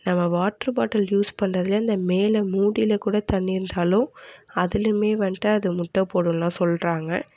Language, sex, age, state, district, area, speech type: Tamil, female, 18-30, Tamil Nadu, Mayiladuthurai, urban, spontaneous